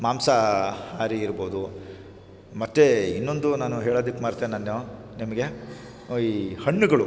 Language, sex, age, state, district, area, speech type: Kannada, male, 45-60, Karnataka, Chamarajanagar, rural, spontaneous